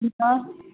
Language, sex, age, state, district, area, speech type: Nepali, female, 18-30, West Bengal, Darjeeling, rural, conversation